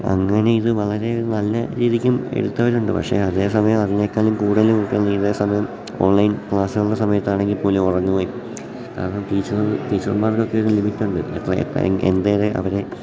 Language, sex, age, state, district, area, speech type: Malayalam, male, 18-30, Kerala, Idukki, rural, spontaneous